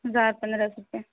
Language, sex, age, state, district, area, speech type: Urdu, female, 30-45, Bihar, Saharsa, rural, conversation